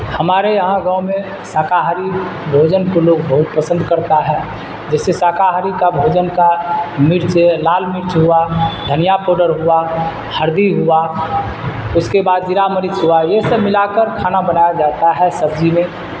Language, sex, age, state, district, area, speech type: Urdu, male, 60+, Bihar, Supaul, rural, spontaneous